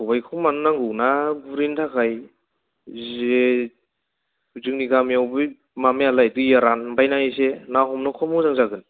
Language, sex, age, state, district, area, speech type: Bodo, male, 18-30, Assam, Kokrajhar, urban, conversation